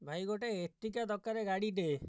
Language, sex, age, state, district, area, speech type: Odia, male, 60+, Odisha, Jajpur, rural, spontaneous